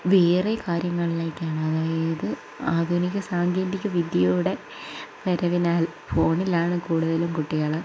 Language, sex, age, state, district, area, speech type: Malayalam, female, 18-30, Kerala, Palakkad, rural, spontaneous